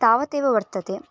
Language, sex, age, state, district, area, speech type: Sanskrit, female, 18-30, Karnataka, Bellary, urban, spontaneous